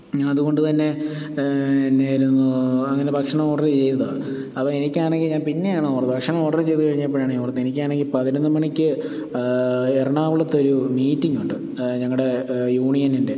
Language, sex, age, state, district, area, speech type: Malayalam, male, 30-45, Kerala, Pathanamthitta, rural, spontaneous